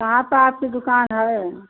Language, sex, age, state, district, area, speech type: Hindi, female, 60+, Uttar Pradesh, Mau, rural, conversation